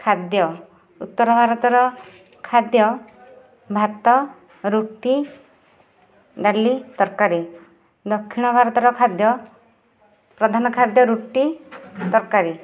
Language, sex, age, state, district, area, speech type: Odia, female, 30-45, Odisha, Nayagarh, rural, spontaneous